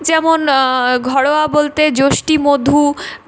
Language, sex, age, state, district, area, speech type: Bengali, female, 18-30, West Bengal, Purulia, rural, spontaneous